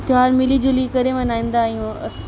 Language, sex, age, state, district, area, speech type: Sindhi, female, 18-30, Delhi, South Delhi, urban, spontaneous